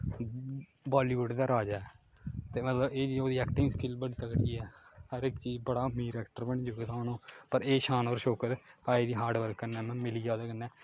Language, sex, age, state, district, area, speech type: Dogri, male, 18-30, Jammu and Kashmir, Kathua, rural, spontaneous